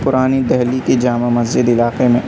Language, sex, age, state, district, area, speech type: Urdu, male, 18-30, Delhi, North West Delhi, urban, spontaneous